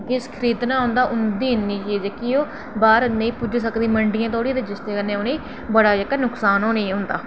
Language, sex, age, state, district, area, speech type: Dogri, female, 30-45, Jammu and Kashmir, Reasi, rural, spontaneous